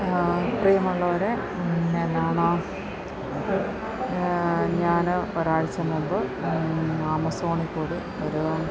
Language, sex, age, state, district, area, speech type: Malayalam, female, 30-45, Kerala, Alappuzha, rural, spontaneous